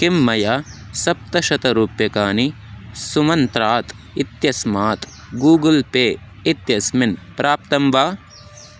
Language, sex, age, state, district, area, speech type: Sanskrit, male, 18-30, Tamil Nadu, Tiruvallur, rural, read